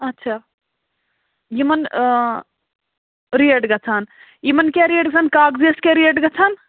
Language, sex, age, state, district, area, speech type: Kashmiri, female, 30-45, Jammu and Kashmir, Anantnag, rural, conversation